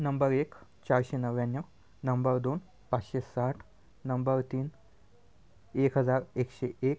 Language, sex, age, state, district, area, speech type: Marathi, male, 18-30, Maharashtra, Washim, urban, spontaneous